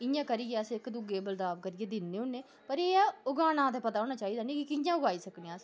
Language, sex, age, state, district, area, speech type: Dogri, female, 30-45, Jammu and Kashmir, Udhampur, urban, spontaneous